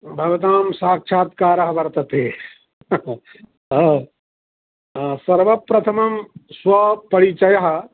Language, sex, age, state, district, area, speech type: Sanskrit, male, 60+, Bihar, Madhubani, urban, conversation